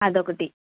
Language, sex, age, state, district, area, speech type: Telugu, female, 18-30, Andhra Pradesh, East Godavari, rural, conversation